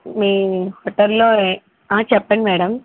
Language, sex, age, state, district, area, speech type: Telugu, female, 45-60, Telangana, Mancherial, rural, conversation